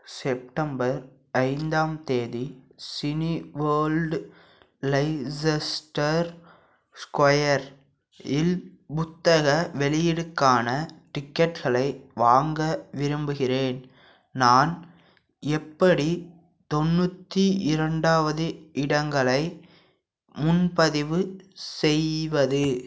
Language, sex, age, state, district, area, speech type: Tamil, male, 18-30, Tamil Nadu, Thanjavur, rural, read